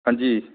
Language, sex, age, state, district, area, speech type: Dogri, male, 30-45, Jammu and Kashmir, Reasi, rural, conversation